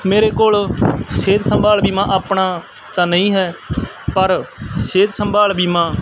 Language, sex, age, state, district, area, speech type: Punjabi, male, 18-30, Punjab, Barnala, rural, spontaneous